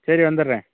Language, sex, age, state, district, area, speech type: Tamil, male, 30-45, Tamil Nadu, Thoothukudi, rural, conversation